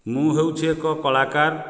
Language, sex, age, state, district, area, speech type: Odia, male, 45-60, Odisha, Nayagarh, rural, spontaneous